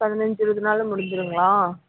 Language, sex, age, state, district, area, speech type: Tamil, female, 18-30, Tamil Nadu, Dharmapuri, rural, conversation